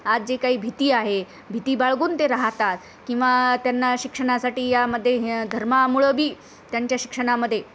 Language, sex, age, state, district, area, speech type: Marathi, female, 30-45, Maharashtra, Nanded, urban, spontaneous